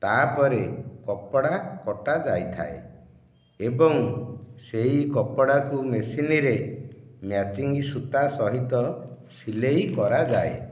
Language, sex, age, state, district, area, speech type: Odia, male, 60+, Odisha, Nayagarh, rural, spontaneous